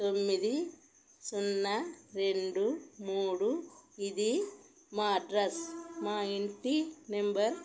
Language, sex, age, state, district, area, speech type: Telugu, female, 45-60, Telangana, Peddapalli, rural, spontaneous